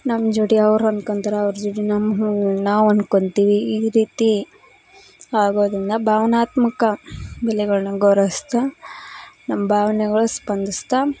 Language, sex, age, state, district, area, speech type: Kannada, female, 18-30, Karnataka, Koppal, rural, spontaneous